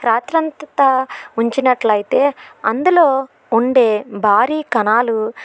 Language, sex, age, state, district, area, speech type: Telugu, female, 30-45, Andhra Pradesh, Eluru, rural, spontaneous